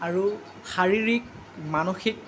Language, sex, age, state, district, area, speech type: Assamese, male, 18-30, Assam, Lakhimpur, rural, spontaneous